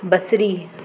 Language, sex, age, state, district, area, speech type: Sindhi, female, 30-45, Maharashtra, Mumbai Suburban, urban, read